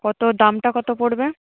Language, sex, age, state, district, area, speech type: Bengali, female, 45-60, West Bengal, Paschim Medinipur, urban, conversation